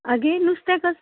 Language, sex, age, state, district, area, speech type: Goan Konkani, female, 30-45, Goa, Bardez, urban, conversation